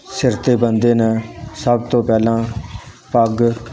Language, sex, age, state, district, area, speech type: Punjabi, male, 45-60, Punjab, Pathankot, rural, spontaneous